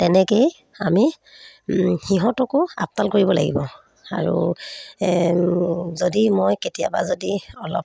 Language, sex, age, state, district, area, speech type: Assamese, female, 30-45, Assam, Sivasagar, rural, spontaneous